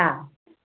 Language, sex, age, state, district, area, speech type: Sindhi, female, 30-45, Gujarat, Ahmedabad, urban, conversation